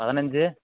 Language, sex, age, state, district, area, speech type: Tamil, male, 18-30, Tamil Nadu, Madurai, rural, conversation